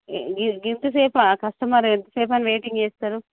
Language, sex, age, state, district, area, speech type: Telugu, female, 45-60, Telangana, Karimnagar, urban, conversation